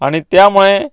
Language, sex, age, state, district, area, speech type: Goan Konkani, male, 45-60, Goa, Canacona, rural, spontaneous